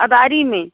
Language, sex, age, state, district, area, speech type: Hindi, female, 60+, Uttar Pradesh, Jaunpur, urban, conversation